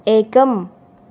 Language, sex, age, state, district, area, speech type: Sanskrit, female, 18-30, Assam, Nalbari, rural, read